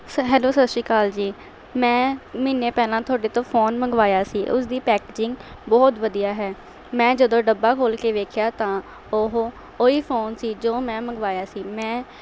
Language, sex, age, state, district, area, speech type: Punjabi, female, 18-30, Punjab, Mohali, urban, spontaneous